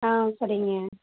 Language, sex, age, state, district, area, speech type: Tamil, female, 18-30, Tamil Nadu, Ariyalur, rural, conversation